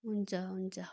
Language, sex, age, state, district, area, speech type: Nepali, female, 45-60, West Bengal, Darjeeling, rural, spontaneous